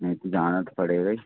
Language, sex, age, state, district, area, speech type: Hindi, male, 30-45, Madhya Pradesh, Seoni, urban, conversation